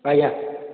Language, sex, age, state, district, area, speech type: Odia, male, 18-30, Odisha, Puri, urban, conversation